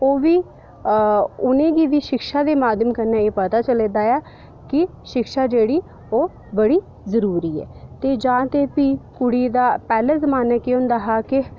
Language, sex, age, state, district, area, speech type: Dogri, female, 18-30, Jammu and Kashmir, Udhampur, rural, spontaneous